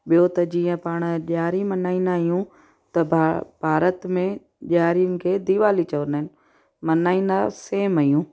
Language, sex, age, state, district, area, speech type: Sindhi, female, 45-60, Gujarat, Kutch, urban, spontaneous